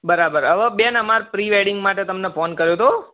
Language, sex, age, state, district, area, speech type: Gujarati, male, 18-30, Gujarat, Mehsana, rural, conversation